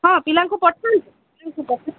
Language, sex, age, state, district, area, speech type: Odia, female, 45-60, Odisha, Sundergarh, rural, conversation